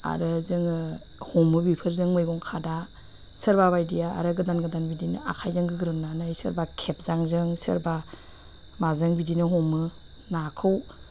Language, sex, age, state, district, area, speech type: Bodo, female, 30-45, Assam, Chirang, rural, spontaneous